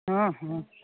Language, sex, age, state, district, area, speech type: Maithili, female, 45-60, Bihar, Begusarai, rural, conversation